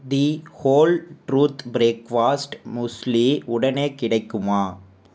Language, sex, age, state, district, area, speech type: Tamil, male, 30-45, Tamil Nadu, Pudukkottai, rural, read